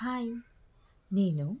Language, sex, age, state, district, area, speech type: Telugu, female, 45-60, Andhra Pradesh, N T Rama Rao, rural, spontaneous